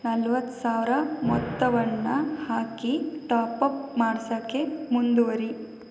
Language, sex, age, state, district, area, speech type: Kannada, female, 18-30, Karnataka, Tumkur, rural, read